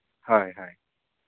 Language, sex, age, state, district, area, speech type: Santali, male, 18-30, Jharkhand, East Singhbhum, rural, conversation